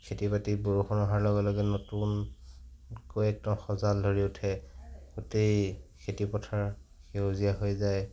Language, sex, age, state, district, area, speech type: Assamese, male, 60+, Assam, Kamrup Metropolitan, urban, spontaneous